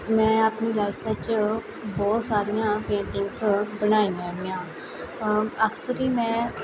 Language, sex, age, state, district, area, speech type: Punjabi, female, 18-30, Punjab, Muktsar, rural, spontaneous